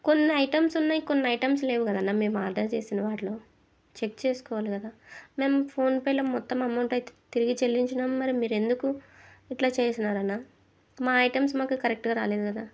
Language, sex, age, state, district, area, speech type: Telugu, female, 45-60, Andhra Pradesh, Kurnool, rural, spontaneous